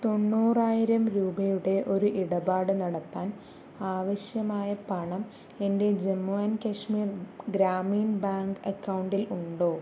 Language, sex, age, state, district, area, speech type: Malayalam, female, 45-60, Kerala, Palakkad, rural, read